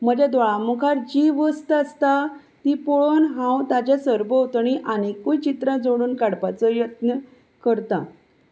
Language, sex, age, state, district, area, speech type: Goan Konkani, female, 30-45, Goa, Salcete, rural, spontaneous